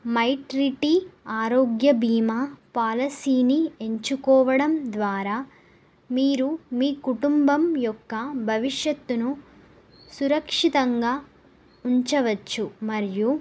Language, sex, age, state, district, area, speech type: Telugu, female, 18-30, Telangana, Nagarkurnool, urban, spontaneous